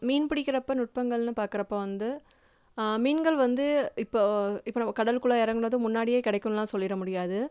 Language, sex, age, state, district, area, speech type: Tamil, female, 18-30, Tamil Nadu, Madurai, urban, spontaneous